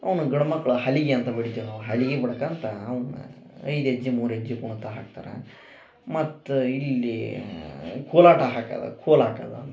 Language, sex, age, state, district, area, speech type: Kannada, male, 18-30, Karnataka, Koppal, rural, spontaneous